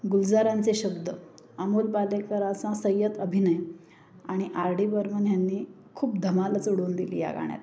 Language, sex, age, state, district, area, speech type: Marathi, female, 30-45, Maharashtra, Nashik, urban, spontaneous